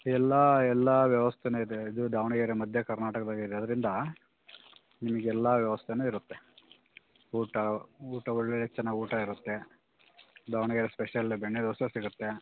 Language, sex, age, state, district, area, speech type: Kannada, male, 45-60, Karnataka, Davanagere, urban, conversation